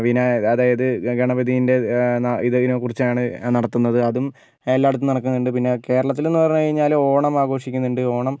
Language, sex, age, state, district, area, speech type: Malayalam, male, 60+, Kerala, Wayanad, rural, spontaneous